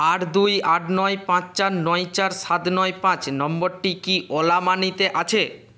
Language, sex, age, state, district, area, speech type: Bengali, male, 45-60, West Bengal, Nadia, rural, read